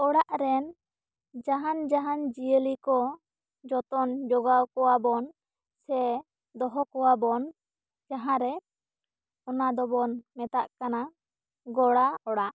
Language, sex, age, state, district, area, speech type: Santali, female, 18-30, West Bengal, Bankura, rural, spontaneous